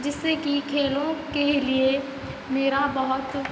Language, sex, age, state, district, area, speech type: Hindi, female, 18-30, Madhya Pradesh, Hoshangabad, urban, spontaneous